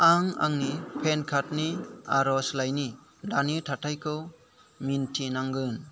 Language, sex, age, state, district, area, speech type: Bodo, male, 30-45, Assam, Kokrajhar, rural, read